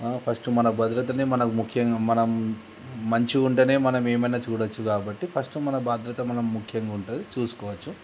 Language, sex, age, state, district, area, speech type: Telugu, male, 30-45, Telangana, Nizamabad, urban, spontaneous